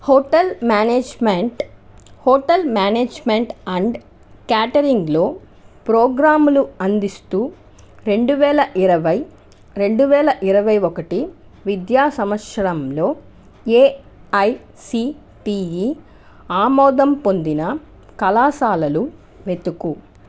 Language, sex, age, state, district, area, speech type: Telugu, female, 45-60, Andhra Pradesh, Chittoor, urban, read